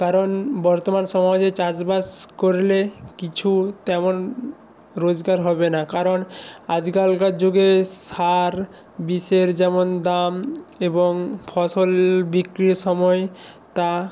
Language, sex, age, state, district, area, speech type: Bengali, male, 45-60, West Bengal, Nadia, rural, spontaneous